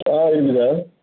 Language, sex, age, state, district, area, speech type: Tamil, male, 45-60, Tamil Nadu, Tiruchirappalli, rural, conversation